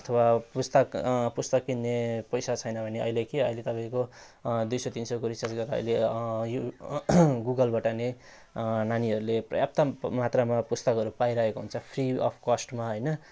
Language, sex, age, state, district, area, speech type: Nepali, male, 30-45, West Bengal, Jalpaiguri, rural, spontaneous